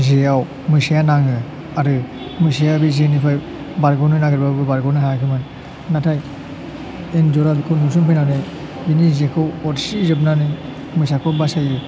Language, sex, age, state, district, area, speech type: Bodo, male, 30-45, Assam, Chirang, rural, spontaneous